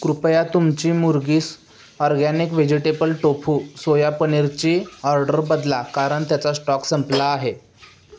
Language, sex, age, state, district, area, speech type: Marathi, male, 18-30, Maharashtra, Sangli, urban, read